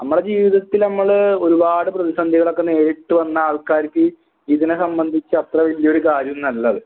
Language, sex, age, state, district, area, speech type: Malayalam, male, 18-30, Kerala, Malappuram, rural, conversation